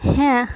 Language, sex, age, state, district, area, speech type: Bengali, female, 18-30, West Bengal, Murshidabad, rural, spontaneous